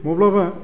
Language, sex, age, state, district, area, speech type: Bodo, male, 45-60, Assam, Baksa, urban, spontaneous